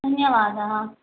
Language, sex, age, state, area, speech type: Sanskrit, female, 18-30, Assam, rural, conversation